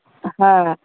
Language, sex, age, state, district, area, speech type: Bengali, male, 18-30, West Bengal, Dakshin Dinajpur, urban, conversation